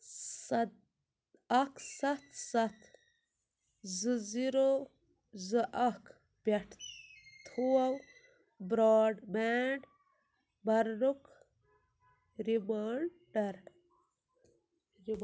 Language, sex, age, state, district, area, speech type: Kashmiri, female, 18-30, Jammu and Kashmir, Ganderbal, rural, read